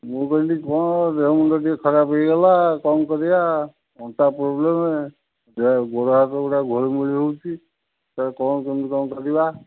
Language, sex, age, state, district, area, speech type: Odia, male, 45-60, Odisha, Jagatsinghpur, urban, conversation